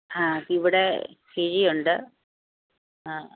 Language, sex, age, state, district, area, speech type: Malayalam, female, 45-60, Kerala, Pathanamthitta, rural, conversation